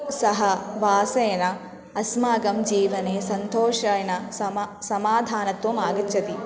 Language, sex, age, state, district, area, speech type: Sanskrit, female, 18-30, Kerala, Thrissur, urban, spontaneous